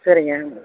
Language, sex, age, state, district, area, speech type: Tamil, male, 60+, Tamil Nadu, Madurai, rural, conversation